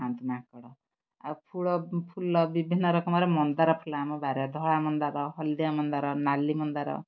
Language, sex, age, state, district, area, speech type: Odia, female, 60+, Odisha, Kendrapara, urban, spontaneous